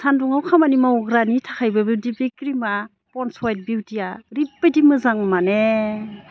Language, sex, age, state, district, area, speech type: Bodo, female, 45-60, Assam, Baksa, rural, spontaneous